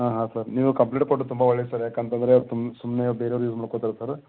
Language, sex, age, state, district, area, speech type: Kannada, male, 30-45, Karnataka, Belgaum, rural, conversation